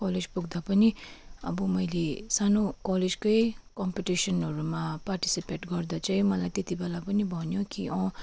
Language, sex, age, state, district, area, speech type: Nepali, female, 45-60, West Bengal, Darjeeling, rural, spontaneous